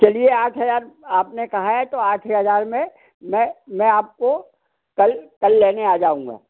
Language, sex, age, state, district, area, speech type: Hindi, male, 60+, Madhya Pradesh, Gwalior, rural, conversation